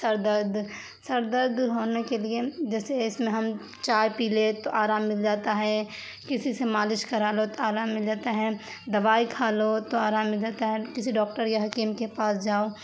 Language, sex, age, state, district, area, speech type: Urdu, female, 30-45, Bihar, Darbhanga, rural, spontaneous